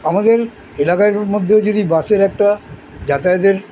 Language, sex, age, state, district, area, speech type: Bengali, male, 60+, West Bengal, Kolkata, urban, spontaneous